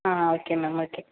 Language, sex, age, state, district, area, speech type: Tamil, female, 18-30, Tamil Nadu, Sivaganga, rural, conversation